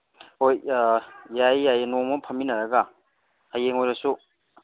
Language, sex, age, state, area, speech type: Manipuri, male, 30-45, Manipur, urban, conversation